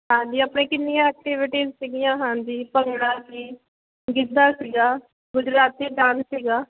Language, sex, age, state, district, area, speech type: Punjabi, female, 30-45, Punjab, Jalandhar, rural, conversation